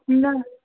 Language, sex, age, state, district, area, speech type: Sindhi, female, 45-60, Uttar Pradesh, Lucknow, urban, conversation